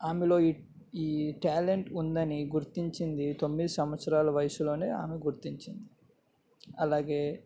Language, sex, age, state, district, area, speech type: Telugu, male, 18-30, Andhra Pradesh, N T Rama Rao, urban, spontaneous